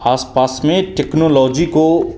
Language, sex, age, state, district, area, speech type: Hindi, male, 18-30, Bihar, Begusarai, rural, spontaneous